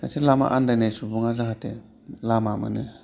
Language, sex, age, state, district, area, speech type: Bodo, male, 30-45, Assam, Udalguri, urban, spontaneous